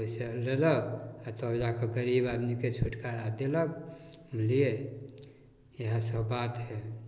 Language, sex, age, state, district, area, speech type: Maithili, male, 60+, Bihar, Samastipur, rural, spontaneous